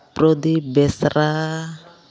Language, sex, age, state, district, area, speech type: Santali, female, 30-45, West Bengal, Malda, rural, spontaneous